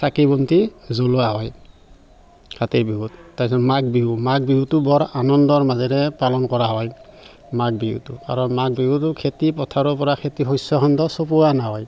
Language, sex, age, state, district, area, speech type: Assamese, male, 45-60, Assam, Barpeta, rural, spontaneous